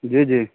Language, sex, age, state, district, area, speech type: Urdu, male, 18-30, Uttar Pradesh, Saharanpur, urban, conversation